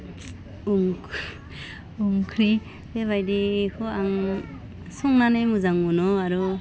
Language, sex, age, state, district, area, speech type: Bodo, female, 30-45, Assam, Udalguri, urban, spontaneous